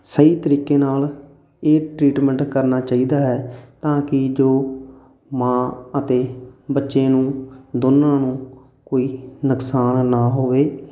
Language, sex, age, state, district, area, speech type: Punjabi, male, 30-45, Punjab, Muktsar, urban, spontaneous